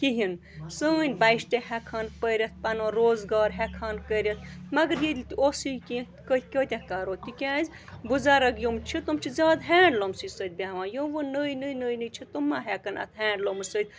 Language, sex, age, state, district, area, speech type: Kashmiri, female, 30-45, Jammu and Kashmir, Bandipora, rural, spontaneous